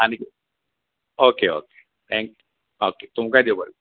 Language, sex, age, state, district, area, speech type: Goan Konkani, male, 45-60, Goa, Bardez, rural, conversation